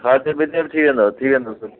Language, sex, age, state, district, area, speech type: Sindhi, male, 60+, Gujarat, Kutch, rural, conversation